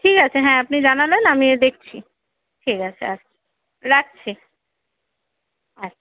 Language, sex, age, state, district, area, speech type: Bengali, female, 30-45, West Bengal, Kolkata, urban, conversation